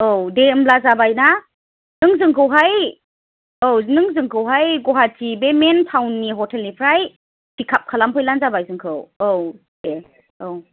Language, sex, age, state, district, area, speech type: Bodo, female, 18-30, Assam, Chirang, rural, conversation